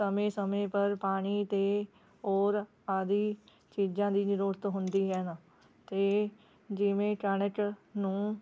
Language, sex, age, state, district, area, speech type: Punjabi, female, 30-45, Punjab, Rupnagar, rural, spontaneous